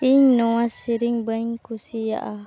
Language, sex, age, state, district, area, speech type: Santali, female, 18-30, West Bengal, Dakshin Dinajpur, rural, read